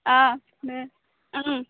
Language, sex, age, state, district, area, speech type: Assamese, female, 45-60, Assam, Goalpara, urban, conversation